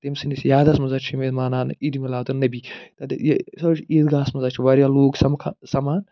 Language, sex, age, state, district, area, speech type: Kashmiri, male, 45-60, Jammu and Kashmir, Budgam, urban, spontaneous